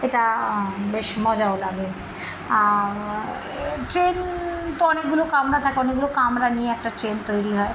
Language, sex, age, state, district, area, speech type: Bengali, female, 45-60, West Bengal, Birbhum, urban, spontaneous